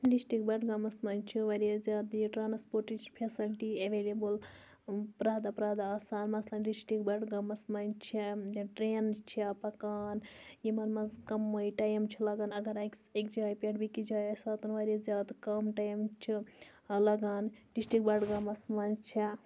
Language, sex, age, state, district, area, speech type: Kashmiri, female, 60+, Jammu and Kashmir, Baramulla, rural, spontaneous